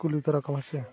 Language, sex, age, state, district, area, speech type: Santali, male, 45-60, Odisha, Mayurbhanj, rural, spontaneous